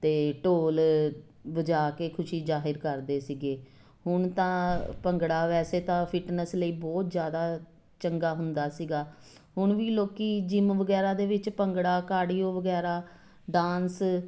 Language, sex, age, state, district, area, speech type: Punjabi, female, 45-60, Punjab, Jalandhar, urban, spontaneous